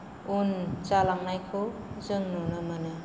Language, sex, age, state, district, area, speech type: Bodo, female, 45-60, Assam, Kokrajhar, rural, spontaneous